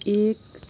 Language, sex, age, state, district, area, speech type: Nepali, female, 45-60, West Bengal, Kalimpong, rural, read